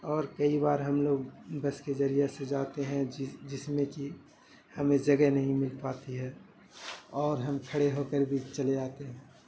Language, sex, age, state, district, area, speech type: Urdu, male, 18-30, Bihar, Saharsa, rural, spontaneous